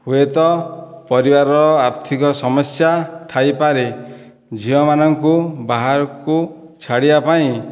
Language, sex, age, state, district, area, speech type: Odia, male, 60+, Odisha, Dhenkanal, rural, spontaneous